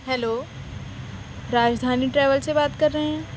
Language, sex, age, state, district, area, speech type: Urdu, female, 18-30, Delhi, East Delhi, urban, spontaneous